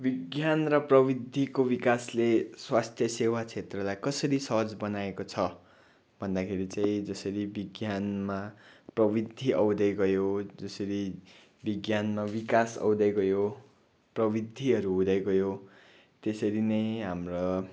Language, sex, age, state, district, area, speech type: Nepali, male, 45-60, West Bengal, Darjeeling, rural, spontaneous